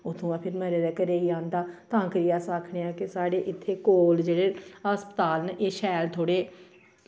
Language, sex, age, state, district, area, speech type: Dogri, female, 45-60, Jammu and Kashmir, Samba, rural, spontaneous